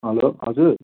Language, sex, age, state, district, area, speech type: Nepali, male, 18-30, West Bengal, Darjeeling, rural, conversation